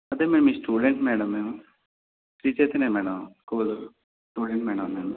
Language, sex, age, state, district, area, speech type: Telugu, male, 30-45, Andhra Pradesh, Konaseema, urban, conversation